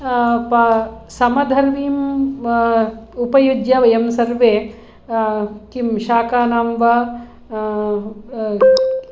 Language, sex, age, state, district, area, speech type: Sanskrit, female, 45-60, Karnataka, Hassan, rural, spontaneous